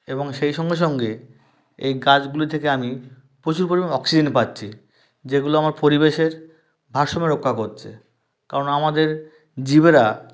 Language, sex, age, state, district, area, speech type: Bengali, male, 30-45, West Bengal, South 24 Parganas, rural, spontaneous